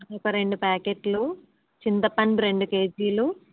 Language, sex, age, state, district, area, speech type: Telugu, female, 30-45, Andhra Pradesh, Kakinada, rural, conversation